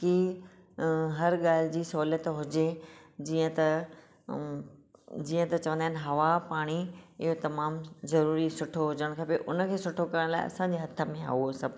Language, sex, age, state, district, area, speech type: Sindhi, female, 45-60, Maharashtra, Thane, urban, spontaneous